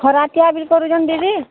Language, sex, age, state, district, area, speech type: Odia, female, 45-60, Odisha, Sambalpur, rural, conversation